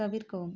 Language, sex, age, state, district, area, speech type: Tamil, female, 45-60, Tamil Nadu, Ariyalur, rural, read